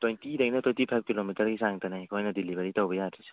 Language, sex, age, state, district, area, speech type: Manipuri, male, 45-60, Manipur, Churachandpur, rural, conversation